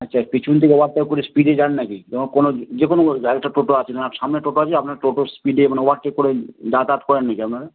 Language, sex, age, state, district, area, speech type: Bengali, male, 30-45, West Bengal, Howrah, urban, conversation